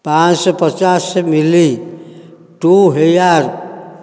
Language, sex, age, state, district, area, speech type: Odia, male, 60+, Odisha, Nayagarh, rural, read